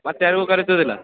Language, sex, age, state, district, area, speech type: Kannada, male, 18-30, Karnataka, Uttara Kannada, rural, conversation